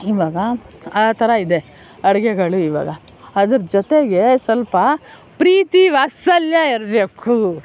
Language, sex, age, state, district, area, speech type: Kannada, female, 60+, Karnataka, Bangalore Rural, rural, spontaneous